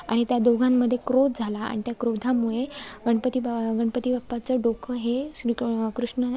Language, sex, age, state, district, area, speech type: Marathi, female, 18-30, Maharashtra, Sindhudurg, rural, spontaneous